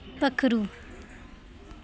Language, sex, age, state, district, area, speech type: Dogri, female, 18-30, Jammu and Kashmir, Kathua, rural, read